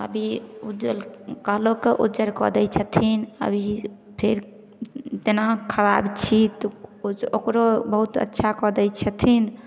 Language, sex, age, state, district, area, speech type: Maithili, female, 30-45, Bihar, Samastipur, urban, spontaneous